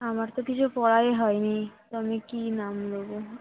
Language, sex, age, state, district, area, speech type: Bengali, female, 30-45, West Bengal, Kolkata, urban, conversation